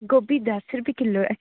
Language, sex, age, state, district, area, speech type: Punjabi, female, 18-30, Punjab, Gurdaspur, rural, conversation